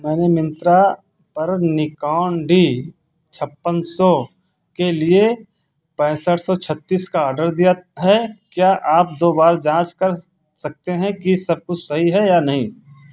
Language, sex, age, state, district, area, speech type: Hindi, male, 60+, Uttar Pradesh, Ayodhya, rural, read